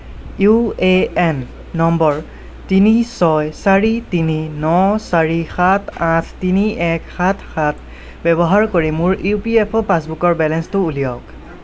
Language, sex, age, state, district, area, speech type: Assamese, male, 18-30, Assam, Kamrup Metropolitan, rural, read